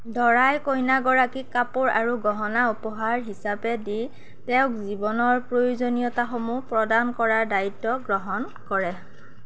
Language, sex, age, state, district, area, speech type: Assamese, female, 18-30, Assam, Darrang, rural, read